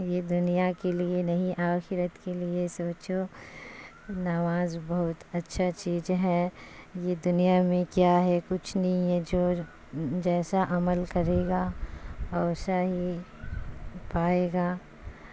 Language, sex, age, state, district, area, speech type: Urdu, female, 45-60, Bihar, Supaul, rural, spontaneous